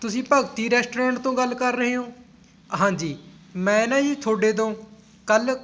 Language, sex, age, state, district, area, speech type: Punjabi, male, 18-30, Punjab, Patiala, rural, spontaneous